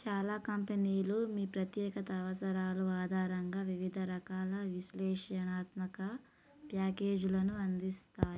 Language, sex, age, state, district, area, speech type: Telugu, female, 30-45, Telangana, Nalgonda, rural, read